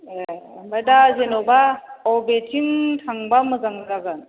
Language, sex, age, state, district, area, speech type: Bodo, female, 60+, Assam, Chirang, rural, conversation